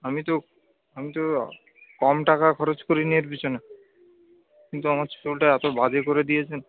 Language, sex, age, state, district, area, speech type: Bengali, male, 18-30, West Bengal, Darjeeling, urban, conversation